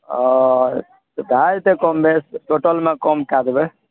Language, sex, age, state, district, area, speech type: Maithili, male, 60+, Bihar, Araria, urban, conversation